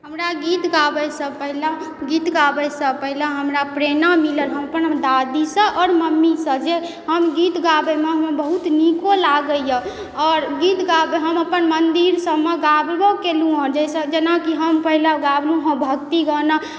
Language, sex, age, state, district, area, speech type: Maithili, female, 18-30, Bihar, Supaul, rural, spontaneous